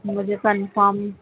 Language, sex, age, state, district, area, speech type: Urdu, female, 30-45, Delhi, North East Delhi, urban, conversation